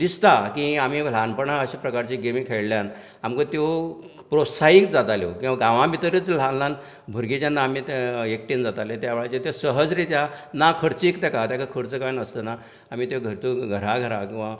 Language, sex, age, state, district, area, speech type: Goan Konkani, male, 60+, Goa, Canacona, rural, spontaneous